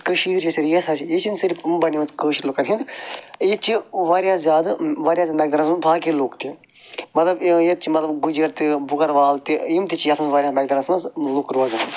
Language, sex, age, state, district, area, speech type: Kashmiri, male, 45-60, Jammu and Kashmir, Budgam, urban, spontaneous